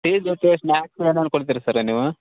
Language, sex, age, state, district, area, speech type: Kannada, male, 30-45, Karnataka, Belgaum, rural, conversation